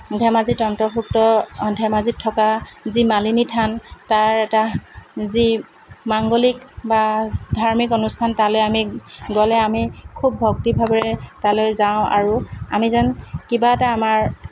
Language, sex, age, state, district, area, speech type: Assamese, female, 45-60, Assam, Dibrugarh, urban, spontaneous